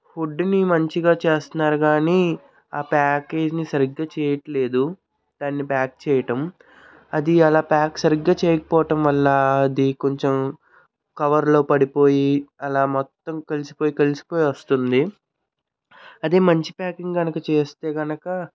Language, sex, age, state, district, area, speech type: Telugu, male, 45-60, Andhra Pradesh, Krishna, urban, spontaneous